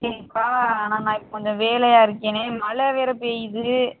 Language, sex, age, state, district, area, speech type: Tamil, female, 18-30, Tamil Nadu, Sivaganga, rural, conversation